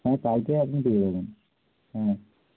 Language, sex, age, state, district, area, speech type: Bengali, male, 30-45, West Bengal, Nadia, rural, conversation